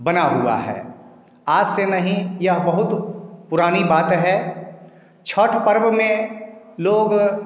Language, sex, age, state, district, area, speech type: Hindi, male, 45-60, Bihar, Samastipur, urban, spontaneous